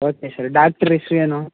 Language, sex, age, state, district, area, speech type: Kannada, male, 18-30, Karnataka, Mysore, rural, conversation